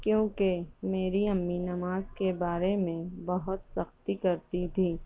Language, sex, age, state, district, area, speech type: Urdu, female, 18-30, Maharashtra, Nashik, urban, spontaneous